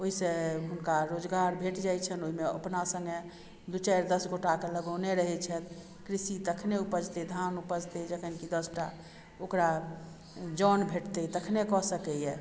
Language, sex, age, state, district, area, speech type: Maithili, female, 45-60, Bihar, Madhubani, rural, spontaneous